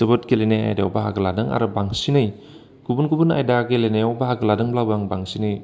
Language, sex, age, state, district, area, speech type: Bodo, male, 30-45, Assam, Udalguri, urban, spontaneous